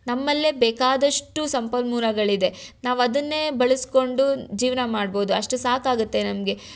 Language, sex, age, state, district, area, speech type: Kannada, female, 18-30, Karnataka, Tumkur, rural, spontaneous